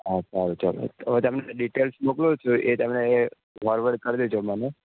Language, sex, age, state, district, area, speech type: Gujarati, male, 18-30, Gujarat, Ahmedabad, urban, conversation